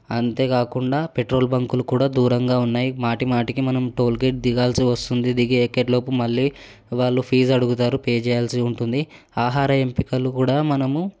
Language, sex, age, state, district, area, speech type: Telugu, male, 18-30, Telangana, Hyderabad, urban, spontaneous